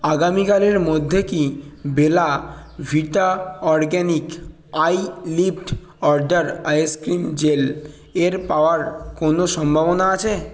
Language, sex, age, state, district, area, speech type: Bengali, male, 30-45, West Bengal, Bankura, urban, read